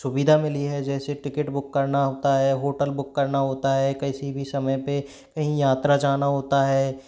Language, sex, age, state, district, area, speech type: Hindi, male, 30-45, Rajasthan, Karauli, rural, spontaneous